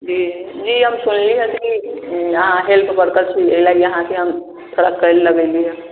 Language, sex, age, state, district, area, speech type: Maithili, male, 18-30, Bihar, Sitamarhi, rural, conversation